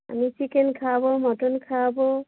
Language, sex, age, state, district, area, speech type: Bengali, female, 30-45, West Bengal, Darjeeling, rural, conversation